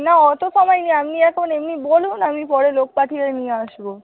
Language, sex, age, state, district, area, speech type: Bengali, female, 18-30, West Bengal, Darjeeling, rural, conversation